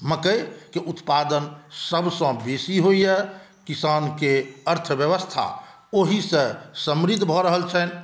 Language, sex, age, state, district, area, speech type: Maithili, male, 45-60, Bihar, Saharsa, rural, spontaneous